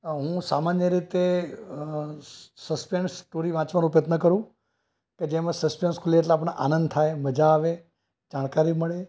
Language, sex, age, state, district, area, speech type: Gujarati, male, 60+, Gujarat, Ahmedabad, urban, spontaneous